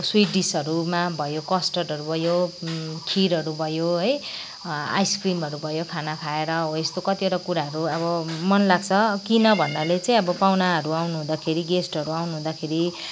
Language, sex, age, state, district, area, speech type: Nepali, female, 45-60, West Bengal, Kalimpong, rural, spontaneous